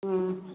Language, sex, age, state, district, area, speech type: Manipuri, female, 45-60, Manipur, Churachandpur, rural, conversation